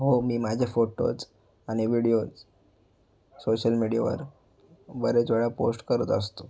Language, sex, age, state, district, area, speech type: Marathi, male, 18-30, Maharashtra, Raigad, rural, spontaneous